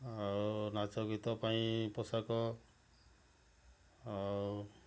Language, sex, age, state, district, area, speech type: Odia, male, 60+, Odisha, Mayurbhanj, rural, spontaneous